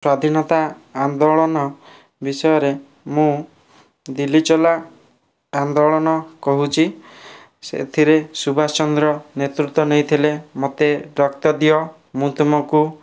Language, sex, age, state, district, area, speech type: Odia, male, 18-30, Odisha, Kendrapara, urban, spontaneous